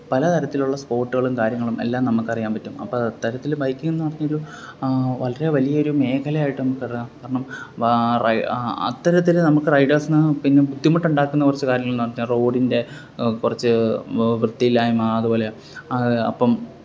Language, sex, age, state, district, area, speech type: Malayalam, male, 18-30, Kerala, Kollam, rural, spontaneous